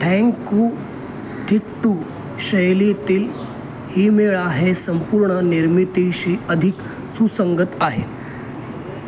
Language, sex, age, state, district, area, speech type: Marathi, male, 30-45, Maharashtra, Mumbai Suburban, urban, read